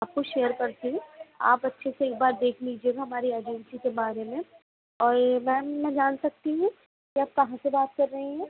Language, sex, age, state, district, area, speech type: Hindi, female, 18-30, Madhya Pradesh, Chhindwara, urban, conversation